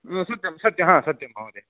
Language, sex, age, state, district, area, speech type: Sanskrit, male, 30-45, Karnataka, Shimoga, rural, conversation